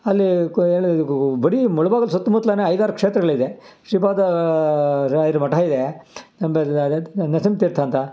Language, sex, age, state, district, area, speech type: Kannada, male, 60+, Karnataka, Kolar, rural, spontaneous